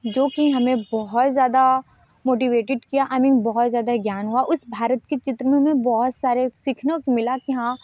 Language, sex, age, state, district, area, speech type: Hindi, female, 30-45, Uttar Pradesh, Mirzapur, rural, spontaneous